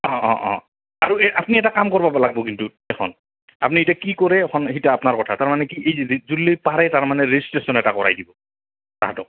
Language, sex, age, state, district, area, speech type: Assamese, male, 45-60, Assam, Goalpara, urban, conversation